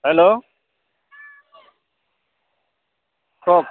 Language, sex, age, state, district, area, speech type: Assamese, male, 60+, Assam, Dibrugarh, urban, conversation